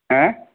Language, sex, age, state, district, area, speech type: Bengali, male, 18-30, West Bengal, Purulia, urban, conversation